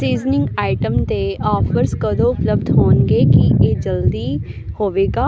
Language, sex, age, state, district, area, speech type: Punjabi, female, 18-30, Punjab, Muktsar, urban, read